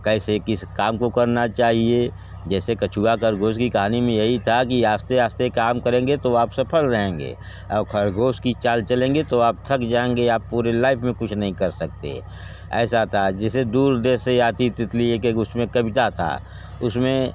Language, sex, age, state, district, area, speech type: Hindi, male, 60+, Uttar Pradesh, Bhadohi, rural, spontaneous